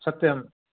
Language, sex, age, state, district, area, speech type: Sanskrit, male, 45-60, Karnataka, Uttara Kannada, rural, conversation